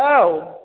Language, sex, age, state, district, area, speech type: Bodo, female, 60+, Assam, Chirang, rural, conversation